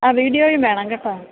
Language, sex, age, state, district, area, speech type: Malayalam, female, 60+, Kerala, Thiruvananthapuram, rural, conversation